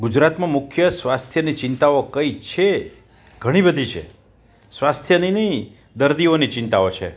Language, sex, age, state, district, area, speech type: Gujarati, male, 60+, Gujarat, Rajkot, urban, spontaneous